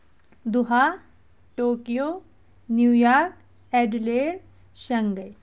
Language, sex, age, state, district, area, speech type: Kashmiri, female, 30-45, Jammu and Kashmir, Anantnag, rural, spontaneous